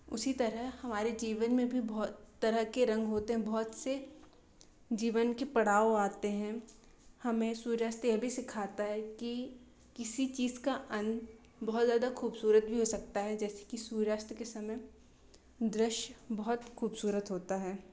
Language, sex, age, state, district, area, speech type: Hindi, female, 18-30, Madhya Pradesh, Bhopal, urban, spontaneous